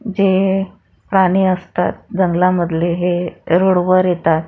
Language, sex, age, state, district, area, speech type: Marathi, female, 45-60, Maharashtra, Akola, urban, spontaneous